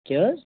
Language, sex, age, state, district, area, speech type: Kashmiri, male, 18-30, Jammu and Kashmir, Bandipora, urban, conversation